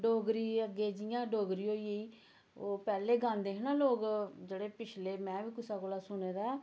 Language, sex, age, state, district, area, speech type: Dogri, female, 45-60, Jammu and Kashmir, Samba, urban, spontaneous